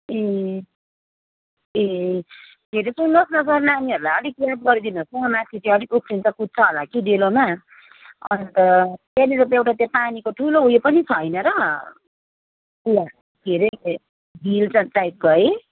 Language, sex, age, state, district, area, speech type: Nepali, female, 30-45, West Bengal, Kalimpong, rural, conversation